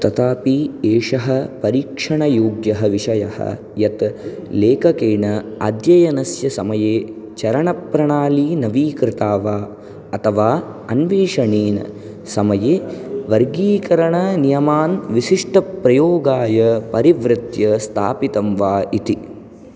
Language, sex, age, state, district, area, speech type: Sanskrit, male, 18-30, Andhra Pradesh, Chittoor, urban, read